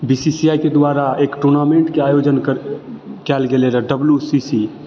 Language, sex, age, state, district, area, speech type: Maithili, male, 18-30, Bihar, Supaul, urban, spontaneous